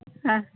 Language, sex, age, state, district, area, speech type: Malayalam, female, 18-30, Kerala, Alappuzha, rural, conversation